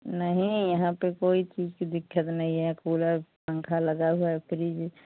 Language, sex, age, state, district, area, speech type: Hindi, female, 45-60, Uttar Pradesh, Pratapgarh, rural, conversation